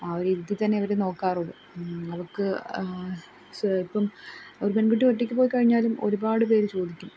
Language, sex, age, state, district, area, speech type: Malayalam, female, 18-30, Kerala, Kollam, rural, spontaneous